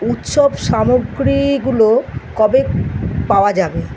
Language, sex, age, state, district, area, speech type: Bengali, female, 60+, West Bengal, Kolkata, urban, read